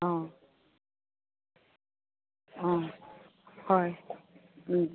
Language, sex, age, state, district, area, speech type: Assamese, female, 60+, Assam, Dibrugarh, rural, conversation